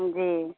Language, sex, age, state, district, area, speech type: Hindi, female, 30-45, Bihar, Samastipur, urban, conversation